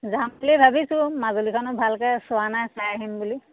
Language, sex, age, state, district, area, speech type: Assamese, female, 30-45, Assam, Lakhimpur, rural, conversation